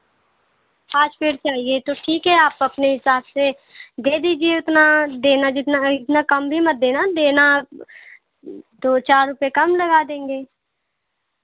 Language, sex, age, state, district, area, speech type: Hindi, female, 18-30, Uttar Pradesh, Pratapgarh, rural, conversation